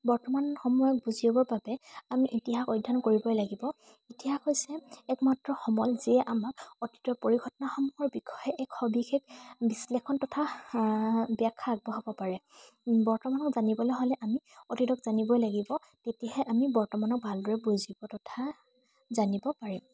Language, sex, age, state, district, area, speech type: Assamese, female, 18-30, Assam, Majuli, urban, spontaneous